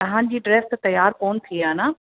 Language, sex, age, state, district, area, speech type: Sindhi, female, 30-45, Uttar Pradesh, Lucknow, urban, conversation